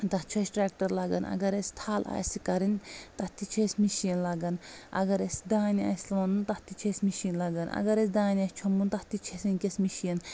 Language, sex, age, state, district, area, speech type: Kashmiri, female, 30-45, Jammu and Kashmir, Anantnag, rural, spontaneous